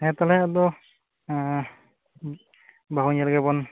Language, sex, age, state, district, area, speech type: Santali, male, 18-30, West Bengal, Bankura, rural, conversation